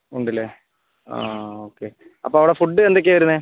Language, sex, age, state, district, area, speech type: Malayalam, male, 30-45, Kerala, Wayanad, rural, conversation